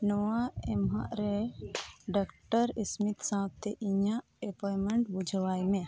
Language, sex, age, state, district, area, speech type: Santali, female, 30-45, Jharkhand, East Singhbhum, rural, read